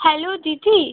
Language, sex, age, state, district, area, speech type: Bengali, female, 18-30, West Bengal, Uttar Dinajpur, urban, conversation